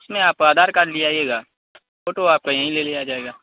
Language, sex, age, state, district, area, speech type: Urdu, male, 18-30, Bihar, Saharsa, rural, conversation